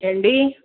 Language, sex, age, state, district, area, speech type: Telugu, female, 18-30, Andhra Pradesh, Guntur, urban, conversation